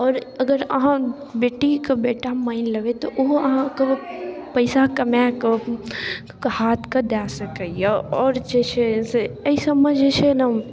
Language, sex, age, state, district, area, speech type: Maithili, female, 18-30, Bihar, Darbhanga, rural, spontaneous